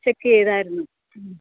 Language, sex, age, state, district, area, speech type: Malayalam, female, 45-60, Kerala, Thiruvananthapuram, rural, conversation